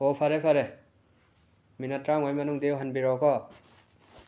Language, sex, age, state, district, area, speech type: Manipuri, male, 30-45, Manipur, Imphal West, rural, spontaneous